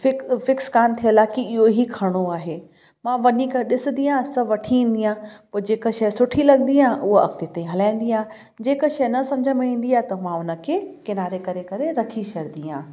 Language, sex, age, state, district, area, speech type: Sindhi, female, 30-45, Uttar Pradesh, Lucknow, urban, spontaneous